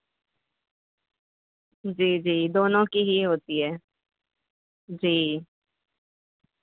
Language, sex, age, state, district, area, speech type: Urdu, female, 30-45, Uttar Pradesh, Ghaziabad, urban, conversation